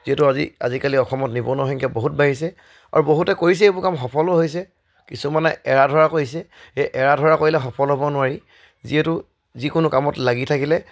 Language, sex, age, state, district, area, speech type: Assamese, male, 30-45, Assam, Charaideo, rural, spontaneous